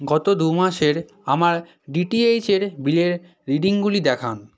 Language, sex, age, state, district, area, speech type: Bengali, male, 18-30, West Bengal, South 24 Parganas, rural, read